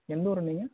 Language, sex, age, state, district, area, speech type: Tamil, male, 18-30, Tamil Nadu, Dharmapuri, rural, conversation